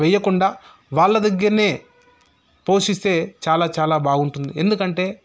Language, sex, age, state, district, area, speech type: Telugu, male, 30-45, Telangana, Sangareddy, rural, spontaneous